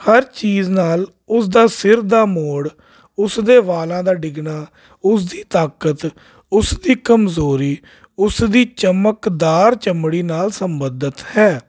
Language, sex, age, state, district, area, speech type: Punjabi, male, 30-45, Punjab, Jalandhar, urban, spontaneous